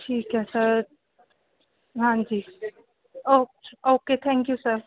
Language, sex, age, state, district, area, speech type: Punjabi, female, 18-30, Punjab, Ludhiana, urban, conversation